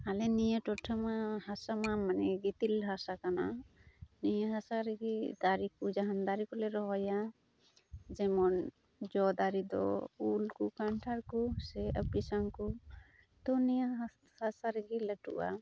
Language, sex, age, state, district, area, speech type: Santali, female, 30-45, West Bengal, Uttar Dinajpur, rural, spontaneous